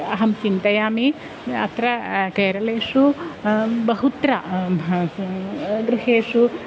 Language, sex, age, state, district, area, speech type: Sanskrit, female, 45-60, Kerala, Kottayam, rural, spontaneous